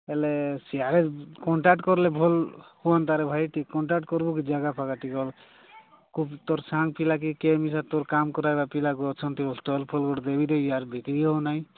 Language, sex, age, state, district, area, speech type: Odia, male, 45-60, Odisha, Nabarangpur, rural, conversation